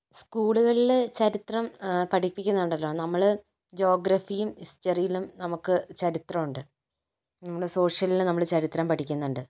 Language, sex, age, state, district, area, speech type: Malayalam, female, 18-30, Kerala, Kozhikode, urban, spontaneous